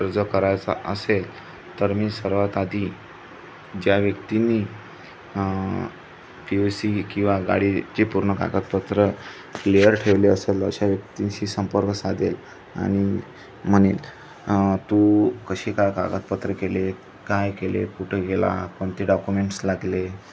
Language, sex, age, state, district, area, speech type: Marathi, male, 18-30, Maharashtra, Amravati, rural, spontaneous